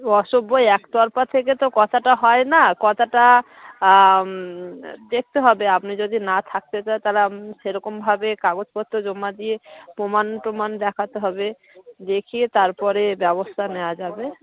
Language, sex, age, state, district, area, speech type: Bengali, female, 30-45, West Bengal, Dakshin Dinajpur, urban, conversation